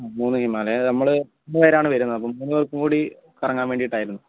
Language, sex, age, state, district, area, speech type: Malayalam, male, 18-30, Kerala, Kozhikode, urban, conversation